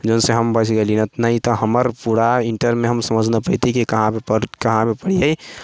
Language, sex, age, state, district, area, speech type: Maithili, male, 45-60, Bihar, Sitamarhi, urban, spontaneous